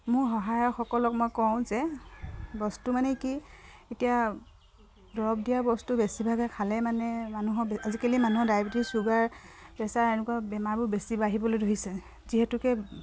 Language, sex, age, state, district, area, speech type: Assamese, female, 45-60, Assam, Dibrugarh, rural, spontaneous